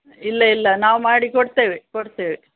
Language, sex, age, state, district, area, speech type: Kannada, female, 60+, Karnataka, Udupi, rural, conversation